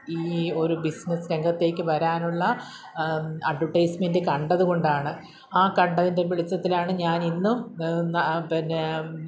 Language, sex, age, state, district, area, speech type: Malayalam, female, 45-60, Kerala, Kottayam, urban, spontaneous